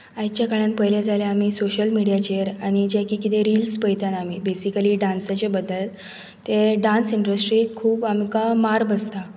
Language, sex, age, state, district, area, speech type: Goan Konkani, female, 18-30, Goa, Bardez, urban, spontaneous